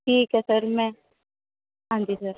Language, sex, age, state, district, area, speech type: Punjabi, female, 30-45, Punjab, Ludhiana, rural, conversation